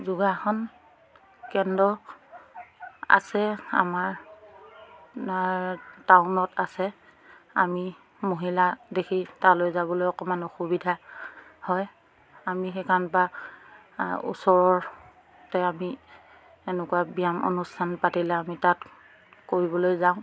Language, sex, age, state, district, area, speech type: Assamese, female, 30-45, Assam, Lakhimpur, rural, spontaneous